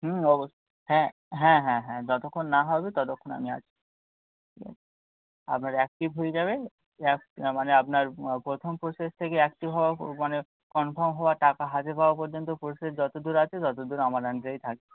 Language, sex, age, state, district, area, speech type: Bengali, male, 18-30, West Bengal, Uttar Dinajpur, urban, conversation